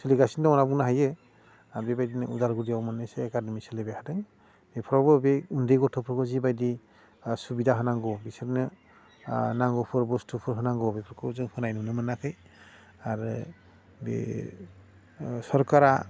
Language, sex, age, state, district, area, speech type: Bodo, male, 45-60, Assam, Udalguri, urban, spontaneous